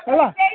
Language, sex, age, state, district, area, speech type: Odia, male, 60+, Odisha, Gajapati, rural, conversation